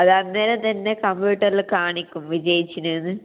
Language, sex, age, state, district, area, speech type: Malayalam, female, 18-30, Kerala, Kannur, rural, conversation